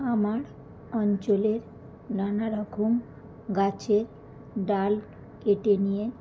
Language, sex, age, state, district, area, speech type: Bengali, female, 45-60, West Bengal, Howrah, urban, spontaneous